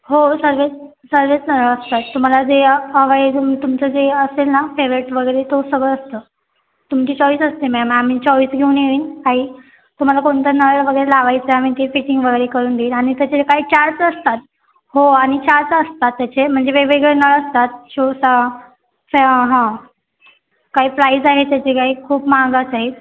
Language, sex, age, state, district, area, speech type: Marathi, female, 18-30, Maharashtra, Mumbai Suburban, urban, conversation